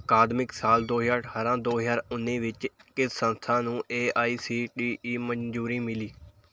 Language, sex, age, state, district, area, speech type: Punjabi, male, 18-30, Punjab, Mohali, rural, read